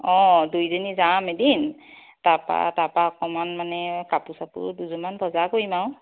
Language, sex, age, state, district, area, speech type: Assamese, female, 45-60, Assam, Charaideo, urban, conversation